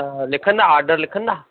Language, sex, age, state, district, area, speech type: Sindhi, male, 30-45, Maharashtra, Thane, urban, conversation